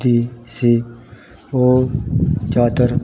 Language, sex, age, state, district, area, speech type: Punjabi, male, 45-60, Punjab, Pathankot, rural, spontaneous